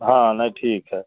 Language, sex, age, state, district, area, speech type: Hindi, male, 60+, Uttar Pradesh, Chandauli, rural, conversation